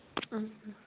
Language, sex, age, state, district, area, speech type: Bodo, female, 18-30, Assam, Kokrajhar, rural, conversation